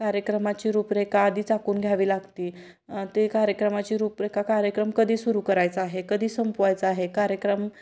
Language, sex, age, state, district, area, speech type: Marathi, female, 30-45, Maharashtra, Kolhapur, urban, spontaneous